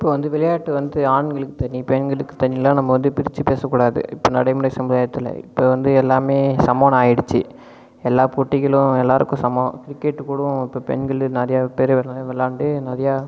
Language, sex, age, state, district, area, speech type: Tamil, male, 18-30, Tamil Nadu, Cuddalore, rural, spontaneous